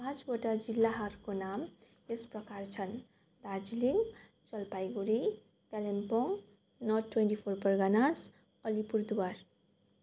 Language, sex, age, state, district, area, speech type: Nepali, female, 18-30, West Bengal, Darjeeling, rural, spontaneous